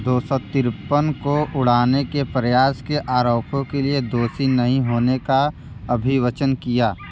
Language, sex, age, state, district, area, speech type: Hindi, male, 18-30, Uttar Pradesh, Mirzapur, rural, read